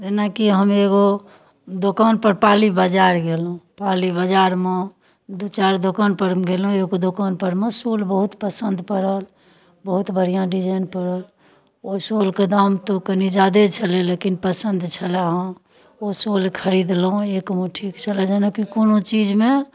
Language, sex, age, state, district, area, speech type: Maithili, female, 60+, Bihar, Darbhanga, urban, spontaneous